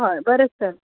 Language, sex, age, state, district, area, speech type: Goan Konkani, female, 30-45, Goa, Bardez, rural, conversation